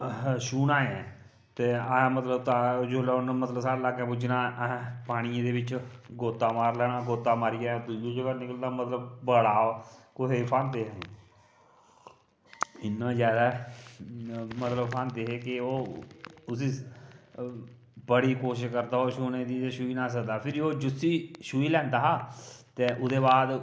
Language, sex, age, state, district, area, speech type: Dogri, male, 45-60, Jammu and Kashmir, Kathua, rural, spontaneous